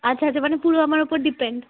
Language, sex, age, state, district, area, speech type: Bengali, female, 18-30, West Bengal, Darjeeling, rural, conversation